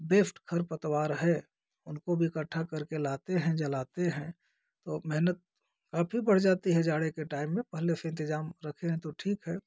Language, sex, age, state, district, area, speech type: Hindi, male, 45-60, Uttar Pradesh, Ghazipur, rural, spontaneous